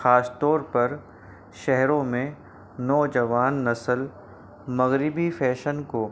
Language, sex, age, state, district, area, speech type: Urdu, male, 30-45, Delhi, North East Delhi, urban, spontaneous